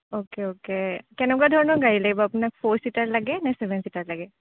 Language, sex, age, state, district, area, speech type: Assamese, female, 30-45, Assam, Morigaon, rural, conversation